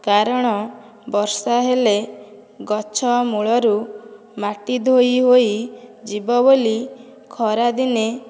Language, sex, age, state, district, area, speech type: Odia, female, 18-30, Odisha, Nayagarh, rural, spontaneous